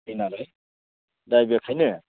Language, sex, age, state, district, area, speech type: Bodo, male, 60+, Assam, Baksa, rural, conversation